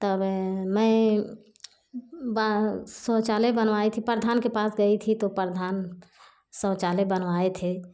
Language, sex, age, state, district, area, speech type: Hindi, female, 45-60, Uttar Pradesh, Jaunpur, rural, spontaneous